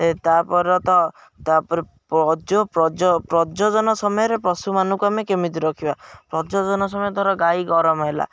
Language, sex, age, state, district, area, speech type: Odia, male, 18-30, Odisha, Jagatsinghpur, rural, spontaneous